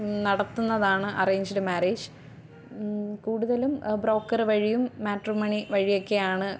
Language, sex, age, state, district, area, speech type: Malayalam, female, 18-30, Kerala, Thiruvananthapuram, rural, spontaneous